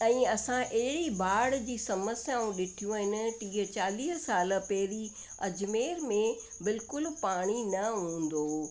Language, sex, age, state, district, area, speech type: Sindhi, female, 60+, Rajasthan, Ajmer, urban, spontaneous